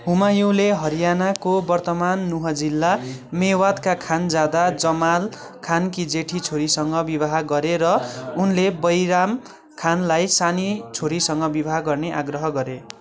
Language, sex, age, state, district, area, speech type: Nepali, male, 18-30, West Bengal, Darjeeling, rural, read